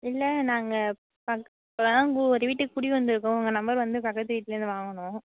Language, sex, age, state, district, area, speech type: Tamil, female, 60+, Tamil Nadu, Cuddalore, rural, conversation